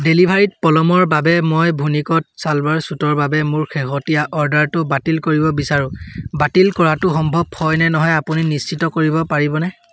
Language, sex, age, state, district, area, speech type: Assamese, male, 18-30, Assam, Sivasagar, rural, read